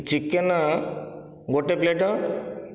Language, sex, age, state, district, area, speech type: Odia, male, 60+, Odisha, Nayagarh, rural, spontaneous